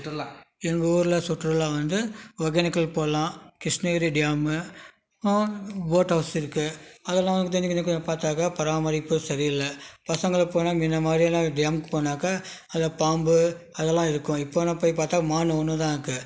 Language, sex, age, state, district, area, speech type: Tamil, male, 30-45, Tamil Nadu, Krishnagiri, rural, spontaneous